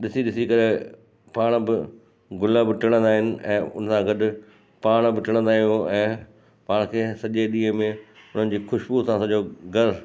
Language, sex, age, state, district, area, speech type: Sindhi, male, 60+, Gujarat, Kutch, rural, spontaneous